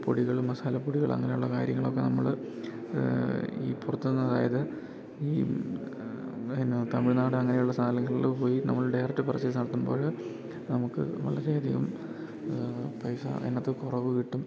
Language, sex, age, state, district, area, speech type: Malayalam, male, 18-30, Kerala, Idukki, rural, spontaneous